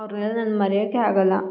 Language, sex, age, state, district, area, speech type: Kannada, female, 18-30, Karnataka, Hassan, rural, spontaneous